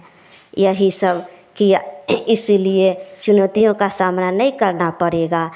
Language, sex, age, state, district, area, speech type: Hindi, female, 30-45, Bihar, Samastipur, rural, spontaneous